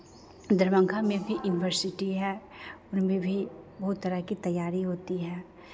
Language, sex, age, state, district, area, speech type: Hindi, female, 45-60, Bihar, Begusarai, rural, spontaneous